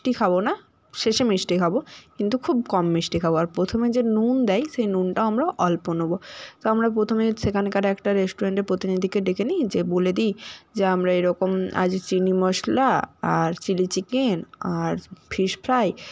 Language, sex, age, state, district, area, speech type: Bengali, female, 45-60, West Bengal, Nadia, urban, spontaneous